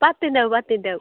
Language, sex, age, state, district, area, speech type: Malayalam, female, 30-45, Kerala, Kasaragod, rural, conversation